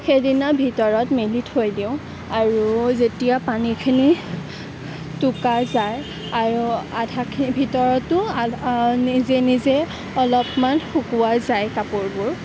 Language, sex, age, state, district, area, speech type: Assamese, female, 18-30, Assam, Kamrup Metropolitan, urban, spontaneous